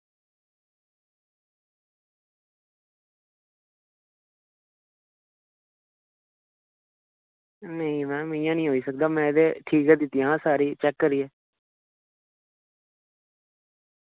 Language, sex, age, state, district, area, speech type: Dogri, male, 30-45, Jammu and Kashmir, Reasi, urban, conversation